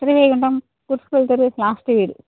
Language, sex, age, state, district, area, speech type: Tamil, female, 45-60, Tamil Nadu, Thoothukudi, rural, conversation